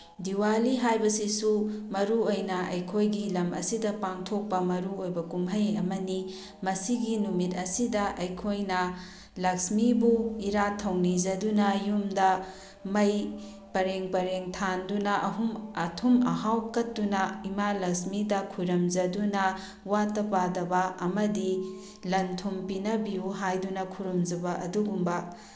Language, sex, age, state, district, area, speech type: Manipuri, female, 45-60, Manipur, Bishnupur, rural, spontaneous